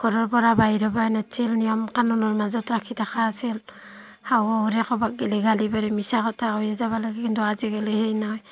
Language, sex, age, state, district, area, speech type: Assamese, female, 30-45, Assam, Barpeta, rural, spontaneous